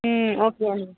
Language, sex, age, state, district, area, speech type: Tamil, female, 18-30, Tamil Nadu, Mayiladuthurai, urban, conversation